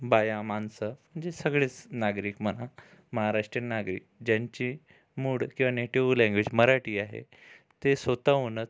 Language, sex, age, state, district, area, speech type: Marathi, male, 45-60, Maharashtra, Amravati, urban, spontaneous